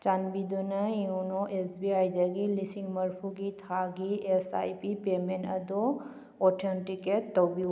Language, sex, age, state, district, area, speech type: Manipuri, female, 45-60, Manipur, Kakching, rural, read